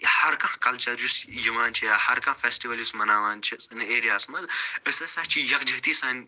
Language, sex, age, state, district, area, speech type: Kashmiri, male, 45-60, Jammu and Kashmir, Budgam, urban, spontaneous